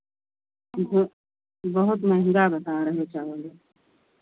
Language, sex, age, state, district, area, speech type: Hindi, female, 60+, Uttar Pradesh, Lucknow, rural, conversation